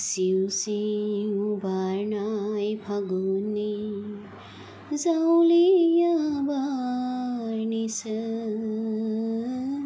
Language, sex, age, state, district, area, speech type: Bodo, female, 30-45, Assam, Kokrajhar, urban, spontaneous